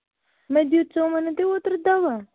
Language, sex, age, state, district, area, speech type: Kashmiri, female, 30-45, Jammu and Kashmir, Baramulla, rural, conversation